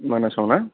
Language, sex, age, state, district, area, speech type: Bodo, male, 18-30, Assam, Kokrajhar, urban, conversation